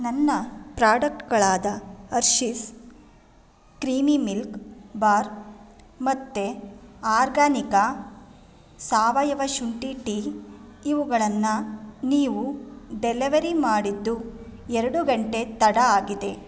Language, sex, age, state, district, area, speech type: Kannada, female, 30-45, Karnataka, Mandya, rural, read